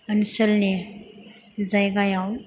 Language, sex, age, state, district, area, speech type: Bodo, female, 18-30, Assam, Chirang, rural, spontaneous